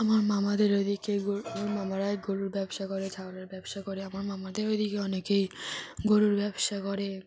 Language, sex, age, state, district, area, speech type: Bengali, female, 18-30, West Bengal, Dakshin Dinajpur, urban, spontaneous